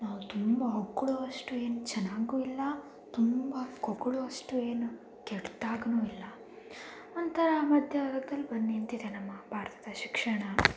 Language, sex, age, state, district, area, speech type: Kannada, female, 18-30, Karnataka, Tumkur, rural, spontaneous